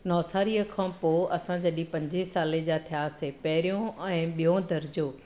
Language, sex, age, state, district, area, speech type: Sindhi, female, 30-45, Gujarat, Surat, urban, spontaneous